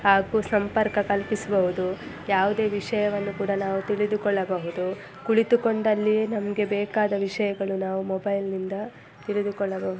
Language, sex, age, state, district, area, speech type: Kannada, female, 18-30, Karnataka, Chitradurga, rural, spontaneous